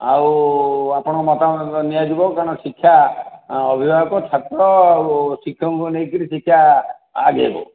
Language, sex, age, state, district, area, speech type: Odia, male, 60+, Odisha, Khordha, rural, conversation